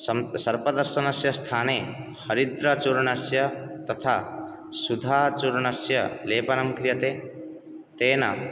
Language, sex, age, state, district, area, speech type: Sanskrit, male, 18-30, Odisha, Ganjam, rural, spontaneous